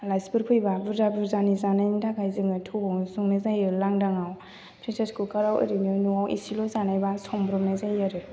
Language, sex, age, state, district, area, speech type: Bodo, female, 18-30, Assam, Chirang, rural, spontaneous